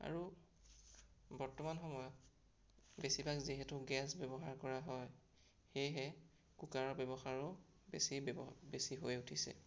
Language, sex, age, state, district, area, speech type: Assamese, male, 18-30, Assam, Sonitpur, rural, spontaneous